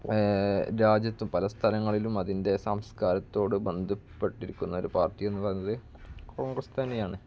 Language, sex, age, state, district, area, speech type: Malayalam, male, 18-30, Kerala, Malappuram, rural, spontaneous